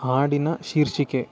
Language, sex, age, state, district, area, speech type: Kannada, male, 18-30, Karnataka, Chamarajanagar, rural, read